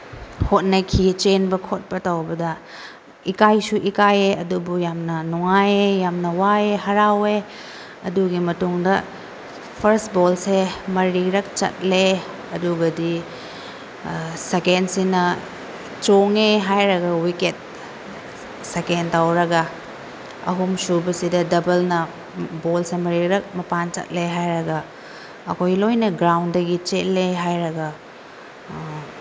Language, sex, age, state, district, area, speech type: Manipuri, female, 18-30, Manipur, Chandel, rural, spontaneous